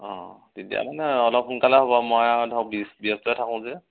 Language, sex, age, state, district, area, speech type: Assamese, male, 45-60, Assam, Dhemaji, rural, conversation